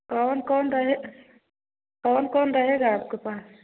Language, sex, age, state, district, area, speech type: Hindi, female, 30-45, Uttar Pradesh, Prayagraj, rural, conversation